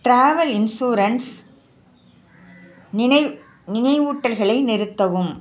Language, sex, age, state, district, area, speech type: Tamil, female, 60+, Tamil Nadu, Nagapattinam, urban, read